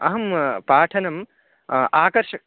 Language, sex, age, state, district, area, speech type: Sanskrit, male, 18-30, Karnataka, Uttara Kannada, rural, conversation